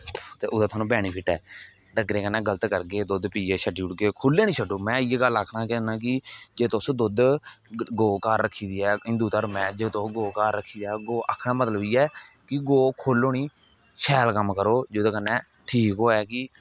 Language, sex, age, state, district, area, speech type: Dogri, male, 18-30, Jammu and Kashmir, Kathua, rural, spontaneous